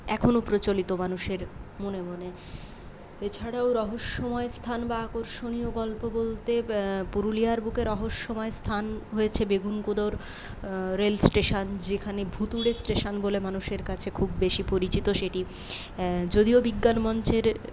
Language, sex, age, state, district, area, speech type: Bengali, female, 18-30, West Bengal, Purulia, urban, spontaneous